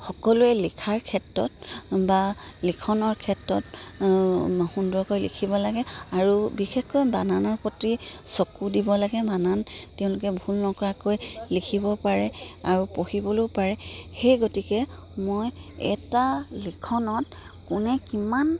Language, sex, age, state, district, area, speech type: Assamese, female, 45-60, Assam, Dibrugarh, rural, spontaneous